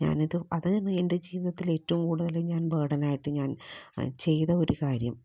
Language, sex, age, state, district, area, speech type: Malayalam, female, 30-45, Kerala, Ernakulam, rural, spontaneous